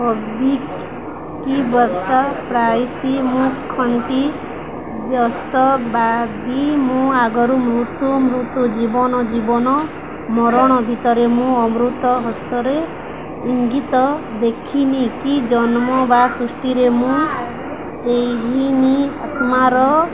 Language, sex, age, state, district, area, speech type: Odia, female, 18-30, Odisha, Nuapada, urban, spontaneous